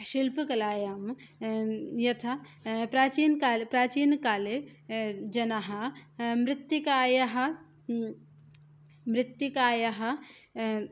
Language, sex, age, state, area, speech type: Sanskrit, female, 18-30, Uttar Pradesh, rural, spontaneous